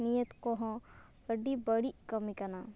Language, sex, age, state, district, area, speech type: Santali, female, 18-30, West Bengal, Purba Bardhaman, rural, spontaneous